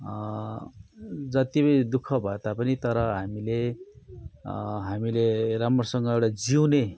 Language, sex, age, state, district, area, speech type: Nepali, male, 45-60, West Bengal, Darjeeling, rural, spontaneous